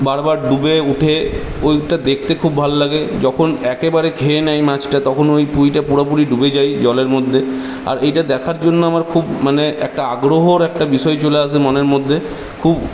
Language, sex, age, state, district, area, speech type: Bengali, male, 18-30, West Bengal, Purulia, urban, spontaneous